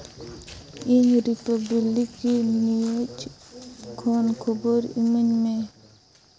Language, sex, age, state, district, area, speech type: Santali, female, 18-30, Jharkhand, Seraikela Kharsawan, rural, read